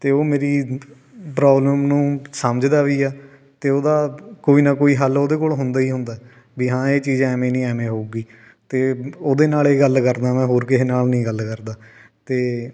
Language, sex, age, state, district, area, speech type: Punjabi, male, 18-30, Punjab, Fatehgarh Sahib, urban, spontaneous